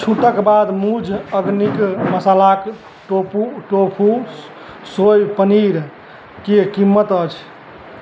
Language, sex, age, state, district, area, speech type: Maithili, male, 30-45, Bihar, Madhubani, rural, read